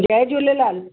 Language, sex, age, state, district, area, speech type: Sindhi, female, 60+, Maharashtra, Mumbai Suburban, urban, conversation